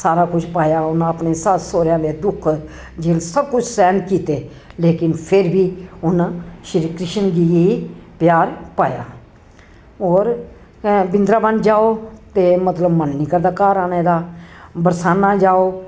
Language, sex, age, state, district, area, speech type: Dogri, female, 60+, Jammu and Kashmir, Jammu, urban, spontaneous